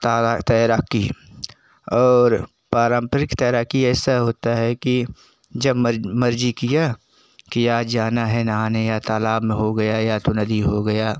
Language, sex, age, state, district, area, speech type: Hindi, male, 45-60, Uttar Pradesh, Jaunpur, rural, spontaneous